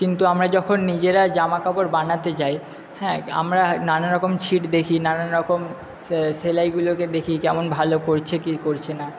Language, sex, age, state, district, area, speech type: Bengali, male, 30-45, West Bengal, Purba Bardhaman, urban, spontaneous